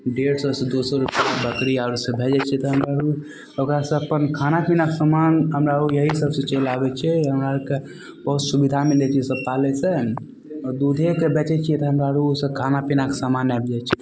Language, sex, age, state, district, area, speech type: Maithili, male, 18-30, Bihar, Madhepura, rural, spontaneous